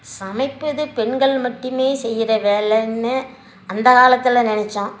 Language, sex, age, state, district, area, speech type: Tamil, female, 60+, Tamil Nadu, Nagapattinam, rural, spontaneous